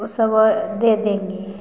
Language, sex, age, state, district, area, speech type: Maithili, female, 18-30, Bihar, Samastipur, rural, spontaneous